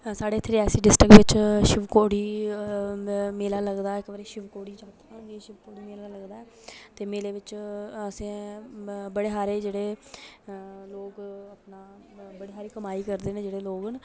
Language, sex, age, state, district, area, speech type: Dogri, female, 18-30, Jammu and Kashmir, Reasi, rural, spontaneous